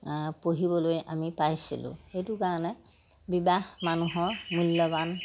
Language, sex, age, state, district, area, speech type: Assamese, male, 60+, Assam, Majuli, urban, spontaneous